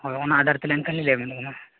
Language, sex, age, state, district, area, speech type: Santali, male, 18-30, Jharkhand, East Singhbhum, rural, conversation